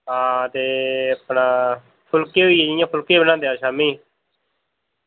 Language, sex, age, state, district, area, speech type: Dogri, male, 18-30, Jammu and Kashmir, Reasi, rural, conversation